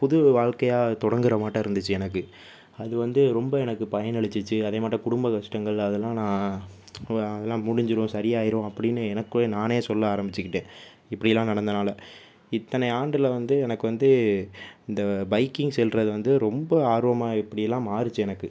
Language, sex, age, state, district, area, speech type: Tamil, male, 30-45, Tamil Nadu, Pudukkottai, rural, spontaneous